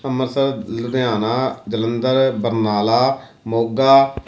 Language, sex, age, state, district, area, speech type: Punjabi, male, 30-45, Punjab, Amritsar, urban, spontaneous